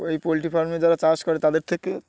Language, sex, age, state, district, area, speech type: Bengali, male, 18-30, West Bengal, Uttar Dinajpur, urban, spontaneous